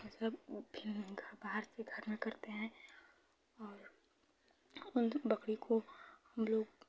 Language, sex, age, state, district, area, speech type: Hindi, female, 30-45, Uttar Pradesh, Chandauli, rural, spontaneous